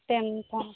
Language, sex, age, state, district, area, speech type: Santali, female, 18-30, West Bengal, Malda, rural, conversation